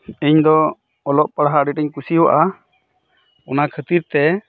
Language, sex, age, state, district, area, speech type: Santali, male, 30-45, West Bengal, Birbhum, rural, spontaneous